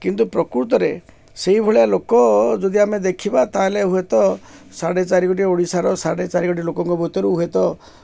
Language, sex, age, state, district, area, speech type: Odia, male, 60+, Odisha, Koraput, urban, spontaneous